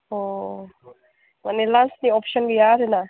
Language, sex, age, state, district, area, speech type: Bodo, female, 18-30, Assam, Udalguri, rural, conversation